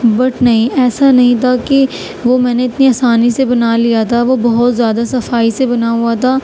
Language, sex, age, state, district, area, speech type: Urdu, female, 18-30, Uttar Pradesh, Gautam Buddha Nagar, rural, spontaneous